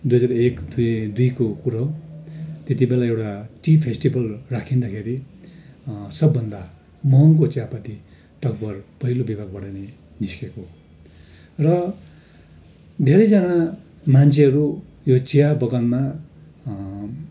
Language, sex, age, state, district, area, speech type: Nepali, male, 60+, West Bengal, Darjeeling, rural, spontaneous